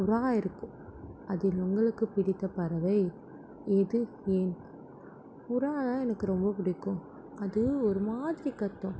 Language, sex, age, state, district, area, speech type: Tamil, female, 18-30, Tamil Nadu, Ranipet, urban, spontaneous